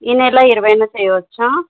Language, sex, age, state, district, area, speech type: Telugu, female, 45-60, Telangana, Medchal, urban, conversation